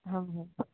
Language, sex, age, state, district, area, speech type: Odia, female, 18-30, Odisha, Balangir, urban, conversation